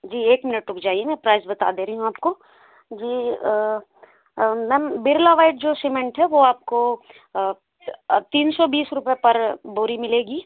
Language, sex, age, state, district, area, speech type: Hindi, female, 30-45, Madhya Pradesh, Balaghat, rural, conversation